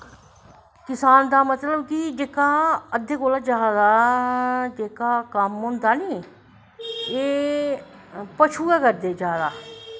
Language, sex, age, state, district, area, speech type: Dogri, male, 45-60, Jammu and Kashmir, Jammu, urban, spontaneous